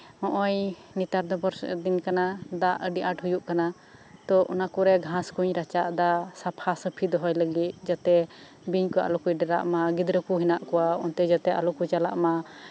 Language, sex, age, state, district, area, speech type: Santali, female, 30-45, West Bengal, Birbhum, rural, spontaneous